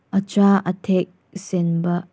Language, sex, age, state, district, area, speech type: Manipuri, female, 18-30, Manipur, Senapati, rural, spontaneous